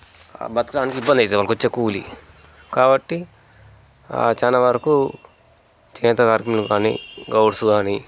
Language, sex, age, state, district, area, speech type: Telugu, male, 30-45, Telangana, Jangaon, rural, spontaneous